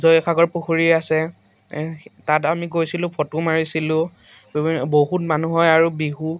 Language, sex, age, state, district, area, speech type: Assamese, male, 18-30, Assam, Majuli, urban, spontaneous